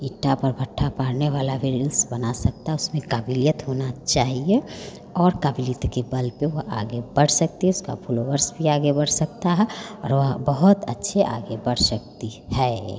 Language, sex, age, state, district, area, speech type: Hindi, female, 30-45, Bihar, Vaishali, urban, spontaneous